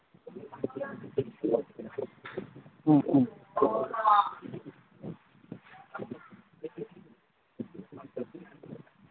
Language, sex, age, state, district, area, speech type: Manipuri, male, 45-60, Manipur, Imphal East, rural, conversation